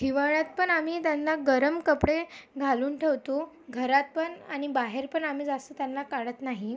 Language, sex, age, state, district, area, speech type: Marathi, female, 18-30, Maharashtra, Amravati, urban, spontaneous